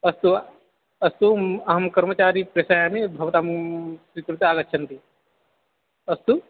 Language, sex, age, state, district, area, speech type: Sanskrit, male, 18-30, Odisha, Balangir, rural, conversation